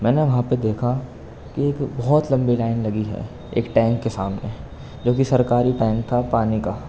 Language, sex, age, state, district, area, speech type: Urdu, male, 18-30, Delhi, East Delhi, urban, spontaneous